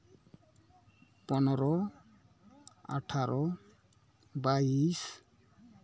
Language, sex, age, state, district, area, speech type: Santali, male, 45-60, West Bengal, Bankura, rural, spontaneous